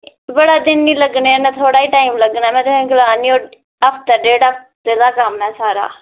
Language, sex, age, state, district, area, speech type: Dogri, female, 18-30, Jammu and Kashmir, Kathua, rural, conversation